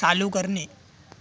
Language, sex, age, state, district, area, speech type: Marathi, male, 18-30, Maharashtra, Thane, urban, read